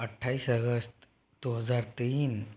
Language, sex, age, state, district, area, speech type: Hindi, male, 45-60, Rajasthan, Jodhpur, rural, spontaneous